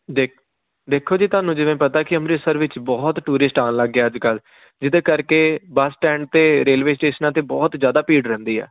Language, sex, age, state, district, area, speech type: Punjabi, male, 18-30, Punjab, Amritsar, urban, conversation